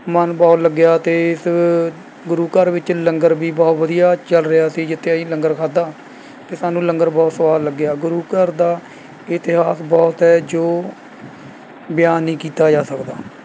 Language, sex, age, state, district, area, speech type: Punjabi, male, 18-30, Punjab, Mohali, rural, spontaneous